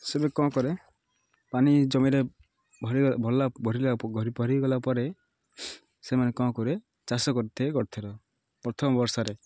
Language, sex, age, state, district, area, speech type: Odia, male, 18-30, Odisha, Malkangiri, urban, spontaneous